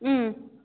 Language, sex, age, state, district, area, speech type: Nepali, female, 18-30, West Bengal, Kalimpong, rural, conversation